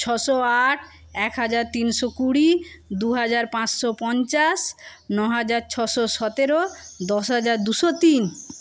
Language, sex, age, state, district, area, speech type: Bengali, female, 60+, West Bengal, Paschim Medinipur, rural, spontaneous